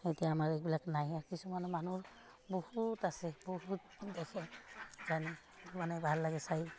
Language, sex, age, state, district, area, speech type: Assamese, female, 45-60, Assam, Udalguri, rural, spontaneous